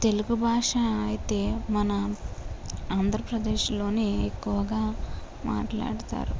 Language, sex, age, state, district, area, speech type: Telugu, female, 45-60, Andhra Pradesh, Kakinada, rural, spontaneous